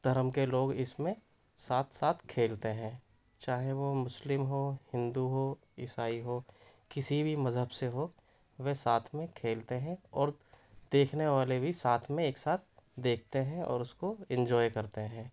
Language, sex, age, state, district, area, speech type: Urdu, male, 18-30, Delhi, South Delhi, urban, spontaneous